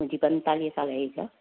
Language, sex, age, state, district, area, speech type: Sindhi, female, 45-60, Gujarat, Junagadh, rural, conversation